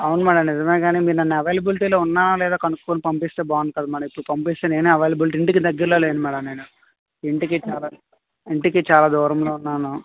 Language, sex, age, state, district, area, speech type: Telugu, male, 30-45, Andhra Pradesh, Vizianagaram, rural, conversation